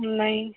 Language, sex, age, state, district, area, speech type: Hindi, male, 18-30, Bihar, Darbhanga, rural, conversation